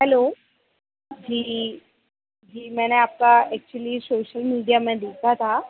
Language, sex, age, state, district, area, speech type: Hindi, female, 18-30, Madhya Pradesh, Chhindwara, urban, conversation